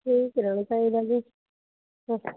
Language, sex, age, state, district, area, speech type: Punjabi, female, 45-60, Punjab, Muktsar, urban, conversation